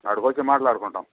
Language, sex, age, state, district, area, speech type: Telugu, male, 60+, Andhra Pradesh, Sri Balaji, urban, conversation